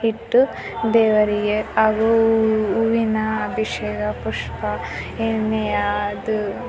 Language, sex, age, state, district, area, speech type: Kannada, female, 18-30, Karnataka, Chitradurga, rural, spontaneous